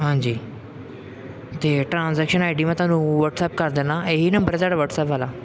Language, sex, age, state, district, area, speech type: Punjabi, male, 18-30, Punjab, Pathankot, urban, spontaneous